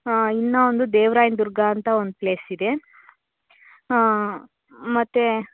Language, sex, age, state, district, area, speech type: Kannada, female, 30-45, Karnataka, Tumkur, rural, conversation